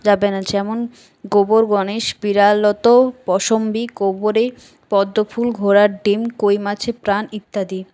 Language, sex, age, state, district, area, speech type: Bengali, female, 18-30, West Bengal, Paschim Bardhaman, urban, spontaneous